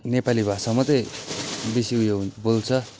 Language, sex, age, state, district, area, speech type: Nepali, male, 30-45, West Bengal, Darjeeling, rural, spontaneous